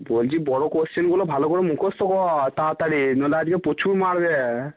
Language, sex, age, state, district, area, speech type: Bengali, male, 18-30, West Bengal, Cooch Behar, rural, conversation